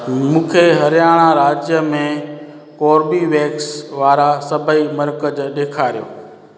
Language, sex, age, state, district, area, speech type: Sindhi, male, 45-60, Gujarat, Junagadh, urban, read